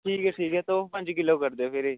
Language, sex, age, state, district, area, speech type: Dogri, male, 18-30, Jammu and Kashmir, Samba, rural, conversation